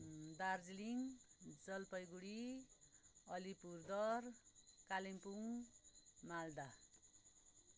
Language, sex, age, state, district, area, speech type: Nepali, female, 30-45, West Bengal, Darjeeling, rural, spontaneous